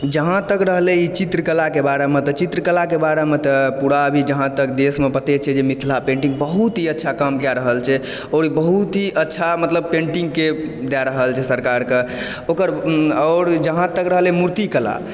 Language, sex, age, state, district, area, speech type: Maithili, male, 18-30, Bihar, Supaul, rural, spontaneous